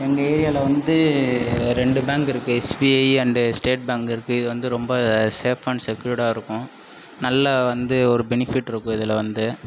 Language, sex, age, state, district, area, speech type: Tamil, male, 18-30, Tamil Nadu, Sivaganga, rural, spontaneous